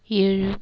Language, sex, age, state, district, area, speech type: Tamil, female, 18-30, Tamil Nadu, Nagapattinam, rural, read